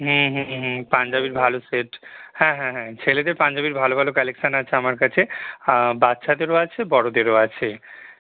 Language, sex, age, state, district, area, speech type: Bengali, male, 30-45, West Bengal, North 24 Parganas, urban, conversation